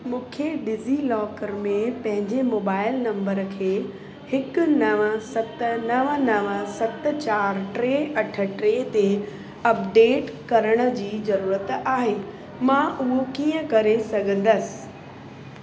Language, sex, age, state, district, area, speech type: Sindhi, female, 45-60, Uttar Pradesh, Lucknow, urban, read